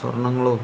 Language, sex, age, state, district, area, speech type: Malayalam, male, 30-45, Kerala, Palakkad, urban, spontaneous